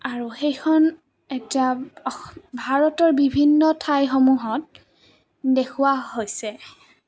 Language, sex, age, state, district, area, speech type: Assamese, female, 18-30, Assam, Goalpara, rural, spontaneous